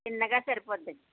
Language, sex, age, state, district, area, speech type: Telugu, female, 60+, Andhra Pradesh, Konaseema, rural, conversation